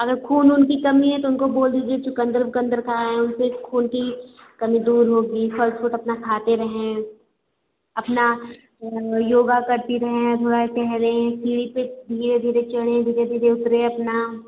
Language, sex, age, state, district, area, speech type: Hindi, female, 18-30, Uttar Pradesh, Azamgarh, urban, conversation